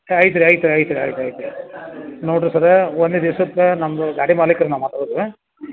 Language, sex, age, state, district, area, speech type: Kannada, male, 60+, Karnataka, Dharwad, rural, conversation